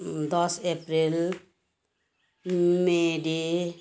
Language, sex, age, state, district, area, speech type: Nepali, female, 60+, West Bengal, Jalpaiguri, rural, spontaneous